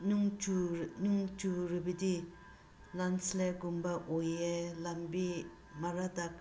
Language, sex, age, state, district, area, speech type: Manipuri, female, 45-60, Manipur, Senapati, rural, spontaneous